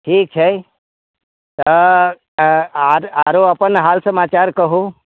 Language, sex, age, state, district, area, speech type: Maithili, male, 60+, Bihar, Sitamarhi, rural, conversation